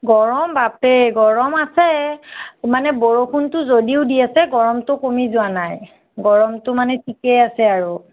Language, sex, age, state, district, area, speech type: Assamese, female, 45-60, Assam, Nagaon, rural, conversation